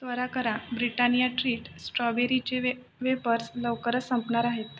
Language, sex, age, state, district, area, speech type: Marathi, male, 18-30, Maharashtra, Buldhana, urban, read